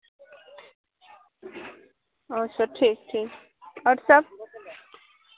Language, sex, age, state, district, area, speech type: Hindi, female, 18-30, Bihar, Vaishali, rural, conversation